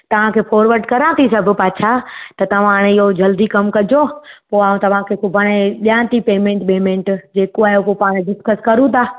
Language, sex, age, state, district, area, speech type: Sindhi, female, 30-45, Gujarat, Surat, urban, conversation